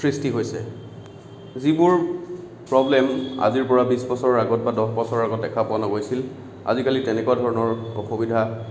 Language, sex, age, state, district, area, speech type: Assamese, male, 30-45, Assam, Kamrup Metropolitan, rural, spontaneous